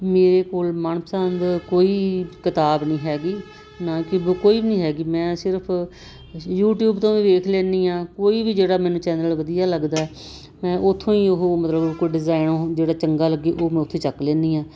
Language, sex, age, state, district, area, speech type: Punjabi, female, 60+, Punjab, Muktsar, urban, spontaneous